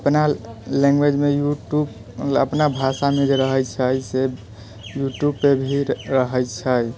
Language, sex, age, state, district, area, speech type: Maithili, male, 45-60, Bihar, Purnia, rural, spontaneous